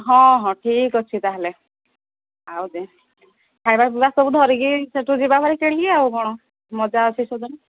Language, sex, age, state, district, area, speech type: Odia, female, 45-60, Odisha, Angul, rural, conversation